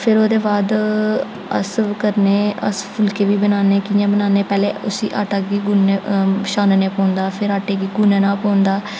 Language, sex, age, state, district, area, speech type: Dogri, female, 18-30, Jammu and Kashmir, Jammu, urban, spontaneous